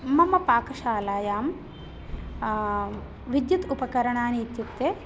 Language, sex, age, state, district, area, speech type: Sanskrit, female, 30-45, Telangana, Hyderabad, urban, spontaneous